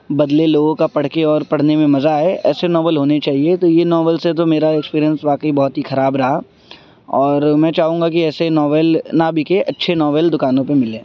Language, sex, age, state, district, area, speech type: Urdu, male, 18-30, Delhi, Central Delhi, urban, spontaneous